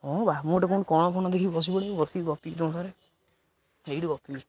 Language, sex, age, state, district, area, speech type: Odia, male, 18-30, Odisha, Jagatsinghpur, rural, spontaneous